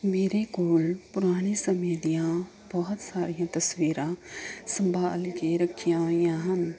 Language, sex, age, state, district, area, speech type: Punjabi, female, 30-45, Punjab, Ludhiana, urban, spontaneous